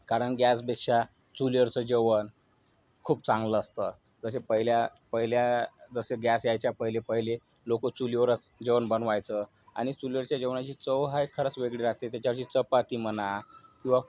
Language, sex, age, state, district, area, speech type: Marathi, male, 30-45, Maharashtra, Yavatmal, rural, spontaneous